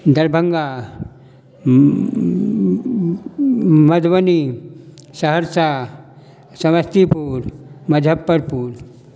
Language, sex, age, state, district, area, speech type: Maithili, male, 60+, Bihar, Darbhanga, rural, spontaneous